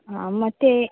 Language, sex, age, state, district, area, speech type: Kannada, female, 30-45, Karnataka, Shimoga, rural, conversation